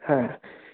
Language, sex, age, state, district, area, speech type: Bengali, male, 18-30, West Bengal, Paschim Bardhaman, urban, conversation